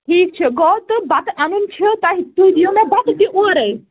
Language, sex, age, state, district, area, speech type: Kashmiri, female, 30-45, Jammu and Kashmir, Anantnag, rural, conversation